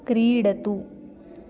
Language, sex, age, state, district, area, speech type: Sanskrit, female, 18-30, Maharashtra, Washim, urban, read